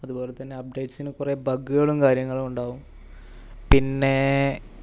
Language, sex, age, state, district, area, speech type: Malayalam, male, 18-30, Kerala, Wayanad, rural, spontaneous